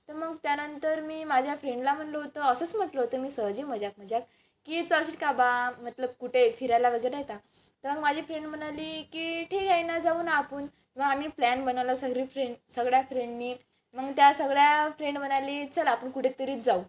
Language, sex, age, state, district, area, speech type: Marathi, female, 18-30, Maharashtra, Wardha, rural, spontaneous